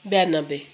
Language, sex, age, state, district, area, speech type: Nepali, female, 60+, West Bengal, Kalimpong, rural, spontaneous